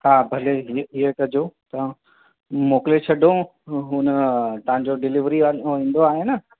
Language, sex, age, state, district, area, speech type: Sindhi, male, 30-45, Uttar Pradesh, Lucknow, urban, conversation